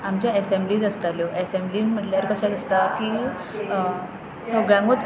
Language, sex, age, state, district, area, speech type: Goan Konkani, female, 18-30, Goa, Tiswadi, rural, spontaneous